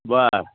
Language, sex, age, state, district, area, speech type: Marathi, male, 60+, Maharashtra, Kolhapur, urban, conversation